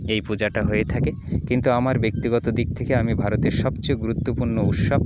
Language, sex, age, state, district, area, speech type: Bengali, male, 45-60, West Bengal, Jalpaiguri, rural, spontaneous